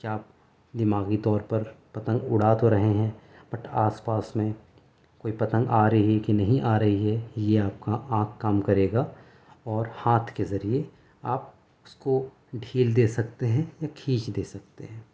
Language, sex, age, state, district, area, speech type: Urdu, male, 30-45, Delhi, South Delhi, rural, spontaneous